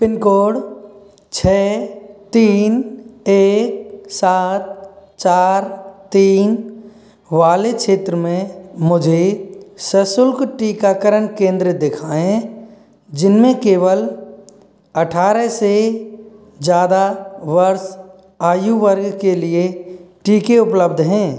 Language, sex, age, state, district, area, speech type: Hindi, male, 45-60, Rajasthan, Karauli, rural, read